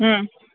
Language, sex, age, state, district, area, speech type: Gujarati, female, 45-60, Gujarat, Surat, urban, conversation